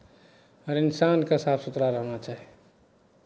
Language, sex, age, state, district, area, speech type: Maithili, male, 45-60, Bihar, Madhepura, rural, spontaneous